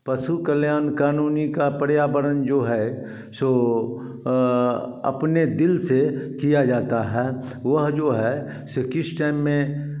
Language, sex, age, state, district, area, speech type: Hindi, male, 60+, Bihar, Samastipur, rural, spontaneous